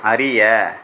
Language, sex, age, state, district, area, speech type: Tamil, male, 45-60, Tamil Nadu, Mayiladuthurai, rural, read